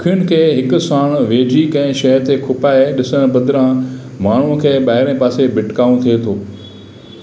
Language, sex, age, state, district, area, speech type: Sindhi, male, 60+, Gujarat, Kutch, rural, read